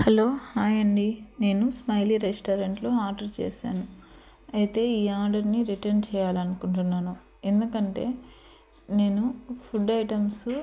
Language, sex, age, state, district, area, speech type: Telugu, female, 30-45, Andhra Pradesh, Eluru, urban, spontaneous